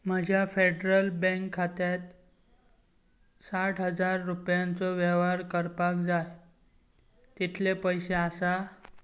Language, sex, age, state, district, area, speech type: Goan Konkani, male, 18-30, Goa, Pernem, rural, read